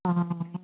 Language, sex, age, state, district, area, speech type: Maithili, female, 60+, Bihar, Araria, rural, conversation